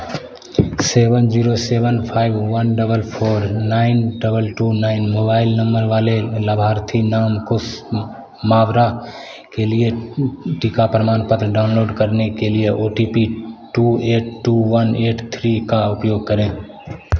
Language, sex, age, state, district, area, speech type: Hindi, male, 18-30, Bihar, Begusarai, rural, read